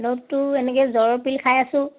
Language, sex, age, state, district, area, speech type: Assamese, female, 30-45, Assam, Dibrugarh, rural, conversation